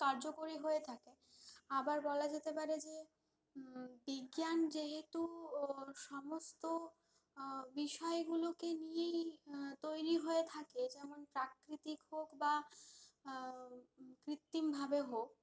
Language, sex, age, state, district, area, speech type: Bengali, female, 18-30, West Bengal, Purulia, urban, spontaneous